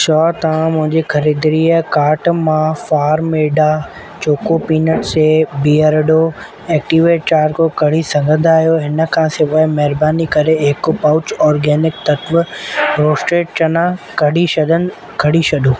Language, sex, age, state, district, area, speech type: Sindhi, male, 18-30, Madhya Pradesh, Katni, rural, read